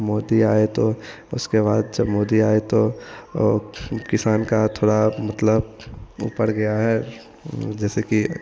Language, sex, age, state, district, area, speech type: Hindi, male, 18-30, Bihar, Madhepura, rural, spontaneous